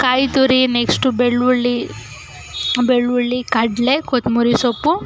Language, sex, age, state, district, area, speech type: Kannada, female, 18-30, Karnataka, Chamarajanagar, urban, spontaneous